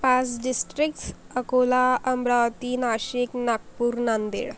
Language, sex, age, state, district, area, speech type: Marathi, female, 18-30, Maharashtra, Akola, rural, spontaneous